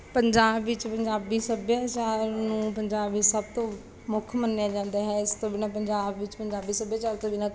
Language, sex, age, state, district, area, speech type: Punjabi, female, 30-45, Punjab, Bathinda, urban, spontaneous